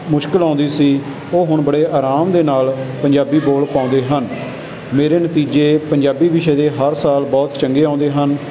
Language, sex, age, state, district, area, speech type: Punjabi, male, 30-45, Punjab, Barnala, rural, spontaneous